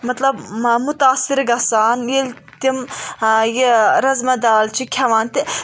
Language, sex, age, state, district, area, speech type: Kashmiri, female, 18-30, Jammu and Kashmir, Budgam, rural, spontaneous